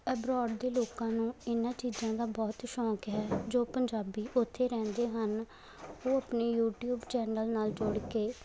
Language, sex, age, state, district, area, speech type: Punjabi, female, 18-30, Punjab, Faridkot, rural, spontaneous